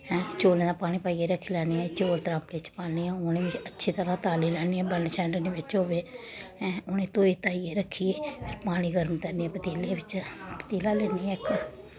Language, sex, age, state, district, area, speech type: Dogri, female, 30-45, Jammu and Kashmir, Samba, urban, spontaneous